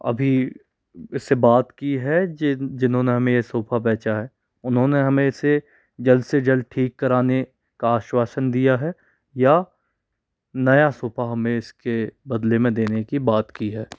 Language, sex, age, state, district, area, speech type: Hindi, male, 45-60, Madhya Pradesh, Bhopal, urban, spontaneous